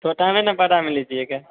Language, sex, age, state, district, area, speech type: Hindi, male, 18-30, Bihar, Samastipur, rural, conversation